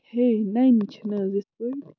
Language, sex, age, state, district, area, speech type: Kashmiri, female, 45-60, Jammu and Kashmir, Srinagar, urban, spontaneous